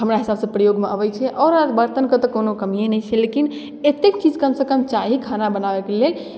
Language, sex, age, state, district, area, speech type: Maithili, female, 18-30, Bihar, Darbhanga, rural, spontaneous